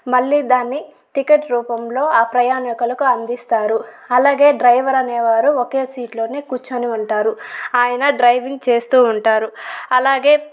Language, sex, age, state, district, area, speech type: Telugu, female, 18-30, Andhra Pradesh, Chittoor, urban, spontaneous